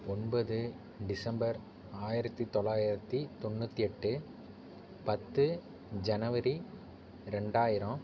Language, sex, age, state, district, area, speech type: Tamil, male, 30-45, Tamil Nadu, Tiruvarur, urban, spontaneous